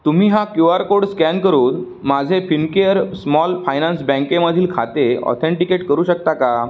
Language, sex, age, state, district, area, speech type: Marathi, male, 18-30, Maharashtra, Sindhudurg, rural, read